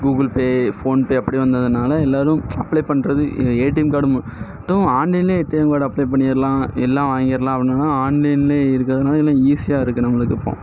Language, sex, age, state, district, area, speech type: Tamil, male, 18-30, Tamil Nadu, Thoothukudi, rural, spontaneous